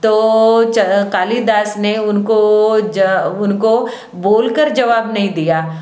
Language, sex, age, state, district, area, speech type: Hindi, female, 60+, Madhya Pradesh, Balaghat, rural, spontaneous